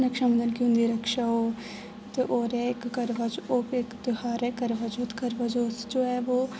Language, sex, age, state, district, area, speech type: Dogri, female, 18-30, Jammu and Kashmir, Jammu, rural, spontaneous